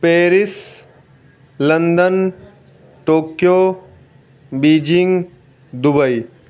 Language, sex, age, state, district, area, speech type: Hindi, male, 18-30, Delhi, New Delhi, urban, spontaneous